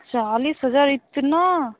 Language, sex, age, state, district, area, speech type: Hindi, female, 30-45, Uttar Pradesh, Sonbhadra, rural, conversation